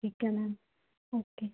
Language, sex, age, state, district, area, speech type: Hindi, female, 18-30, Madhya Pradesh, Betul, rural, conversation